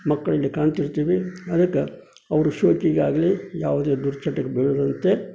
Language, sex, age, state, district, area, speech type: Kannada, male, 60+, Karnataka, Koppal, rural, spontaneous